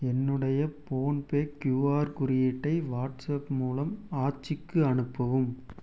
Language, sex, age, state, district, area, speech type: Tamil, male, 18-30, Tamil Nadu, Erode, rural, read